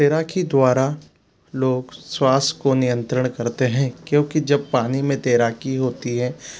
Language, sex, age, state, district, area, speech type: Hindi, male, 45-60, Madhya Pradesh, Bhopal, urban, spontaneous